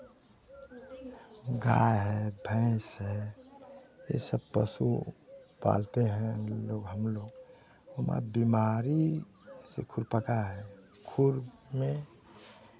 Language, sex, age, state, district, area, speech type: Hindi, male, 60+, Uttar Pradesh, Chandauli, rural, spontaneous